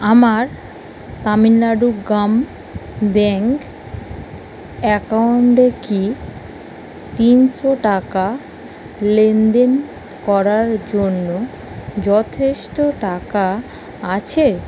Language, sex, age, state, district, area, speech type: Bengali, female, 45-60, West Bengal, North 24 Parganas, urban, read